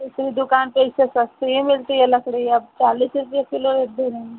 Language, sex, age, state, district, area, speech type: Hindi, female, 30-45, Uttar Pradesh, Mau, rural, conversation